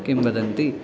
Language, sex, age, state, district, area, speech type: Sanskrit, male, 18-30, Telangana, Medchal, rural, spontaneous